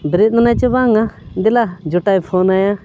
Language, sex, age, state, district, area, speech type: Santali, male, 30-45, Jharkhand, Bokaro, rural, spontaneous